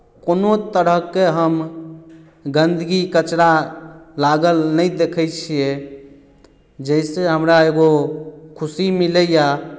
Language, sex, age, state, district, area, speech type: Maithili, male, 18-30, Bihar, Madhubani, rural, spontaneous